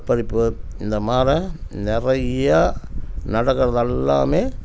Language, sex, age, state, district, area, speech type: Tamil, male, 60+, Tamil Nadu, Namakkal, rural, spontaneous